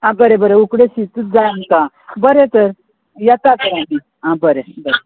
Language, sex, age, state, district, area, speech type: Goan Konkani, female, 45-60, Goa, Murmgao, rural, conversation